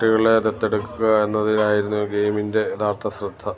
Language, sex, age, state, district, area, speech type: Malayalam, male, 45-60, Kerala, Alappuzha, rural, read